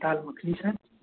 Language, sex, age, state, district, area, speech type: Hindi, male, 30-45, Uttar Pradesh, Mau, rural, conversation